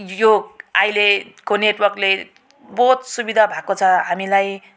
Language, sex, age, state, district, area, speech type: Nepali, female, 30-45, West Bengal, Jalpaiguri, rural, spontaneous